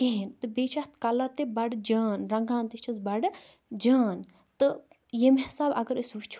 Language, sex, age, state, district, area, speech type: Kashmiri, female, 18-30, Jammu and Kashmir, Kupwara, rural, spontaneous